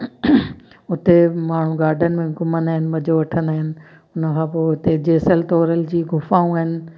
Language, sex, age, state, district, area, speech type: Sindhi, female, 45-60, Gujarat, Kutch, rural, spontaneous